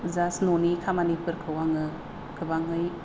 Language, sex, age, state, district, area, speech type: Bodo, female, 45-60, Assam, Kokrajhar, rural, spontaneous